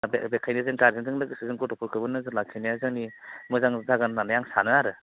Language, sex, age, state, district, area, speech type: Bodo, male, 30-45, Assam, Udalguri, urban, conversation